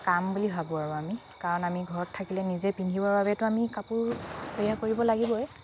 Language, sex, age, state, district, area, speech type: Assamese, female, 30-45, Assam, Dhemaji, urban, spontaneous